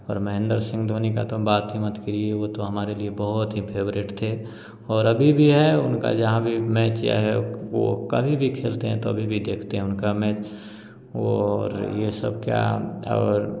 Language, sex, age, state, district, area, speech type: Hindi, male, 30-45, Bihar, Samastipur, urban, spontaneous